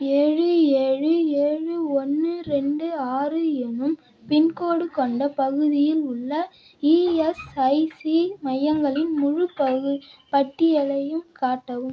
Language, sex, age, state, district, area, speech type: Tamil, female, 18-30, Tamil Nadu, Cuddalore, rural, read